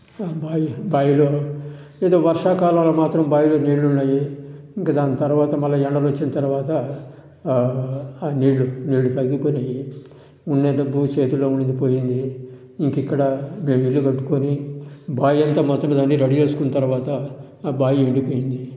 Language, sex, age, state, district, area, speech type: Telugu, male, 60+, Andhra Pradesh, Sri Balaji, urban, spontaneous